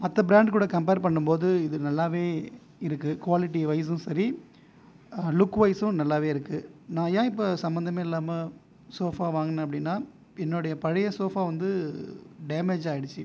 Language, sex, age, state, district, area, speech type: Tamil, male, 30-45, Tamil Nadu, Viluppuram, rural, spontaneous